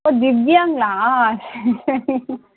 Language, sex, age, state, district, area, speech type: Tamil, female, 45-60, Tamil Nadu, Kanchipuram, urban, conversation